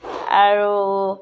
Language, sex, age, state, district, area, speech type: Assamese, female, 60+, Assam, Charaideo, urban, spontaneous